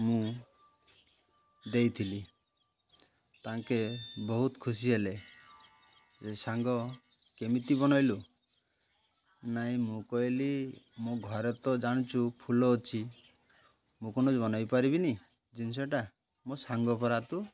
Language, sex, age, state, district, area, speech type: Odia, male, 45-60, Odisha, Malkangiri, urban, spontaneous